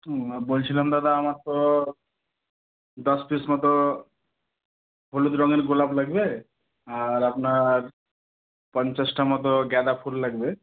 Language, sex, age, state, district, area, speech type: Bengali, male, 18-30, West Bengal, Murshidabad, urban, conversation